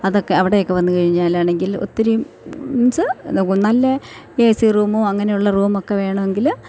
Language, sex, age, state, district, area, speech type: Malayalam, female, 45-60, Kerala, Thiruvananthapuram, rural, spontaneous